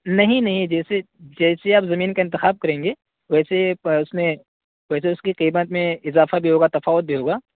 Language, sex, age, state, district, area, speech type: Urdu, male, 18-30, Uttar Pradesh, Saharanpur, urban, conversation